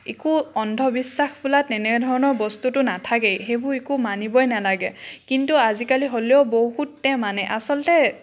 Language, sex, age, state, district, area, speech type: Assamese, female, 18-30, Assam, Charaideo, rural, spontaneous